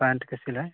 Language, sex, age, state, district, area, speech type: Maithili, male, 60+, Bihar, Sitamarhi, rural, conversation